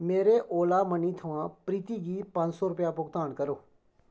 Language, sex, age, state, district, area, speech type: Dogri, male, 30-45, Jammu and Kashmir, Kathua, rural, read